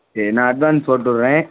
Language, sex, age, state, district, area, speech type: Tamil, male, 18-30, Tamil Nadu, Perambalur, urban, conversation